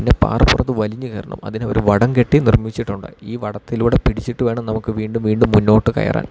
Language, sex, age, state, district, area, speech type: Malayalam, male, 30-45, Kerala, Idukki, rural, spontaneous